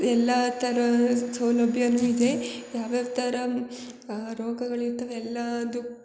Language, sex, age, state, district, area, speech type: Kannada, female, 30-45, Karnataka, Hassan, urban, spontaneous